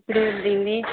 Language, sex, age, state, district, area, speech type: Telugu, female, 45-60, Andhra Pradesh, Konaseema, urban, conversation